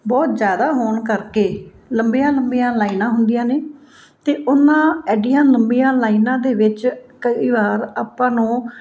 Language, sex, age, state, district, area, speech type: Punjabi, female, 45-60, Punjab, Fazilka, rural, spontaneous